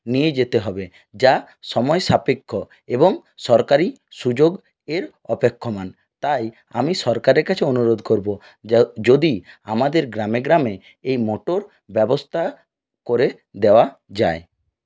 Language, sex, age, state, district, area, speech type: Bengali, male, 60+, West Bengal, Purulia, rural, spontaneous